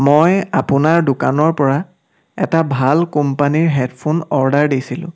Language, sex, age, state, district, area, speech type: Assamese, male, 18-30, Assam, Sivasagar, rural, spontaneous